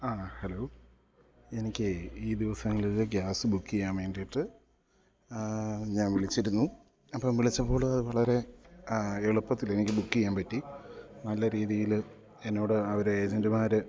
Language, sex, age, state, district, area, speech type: Malayalam, male, 30-45, Kerala, Idukki, rural, spontaneous